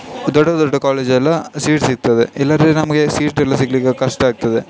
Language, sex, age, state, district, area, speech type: Kannada, male, 18-30, Karnataka, Dakshina Kannada, rural, spontaneous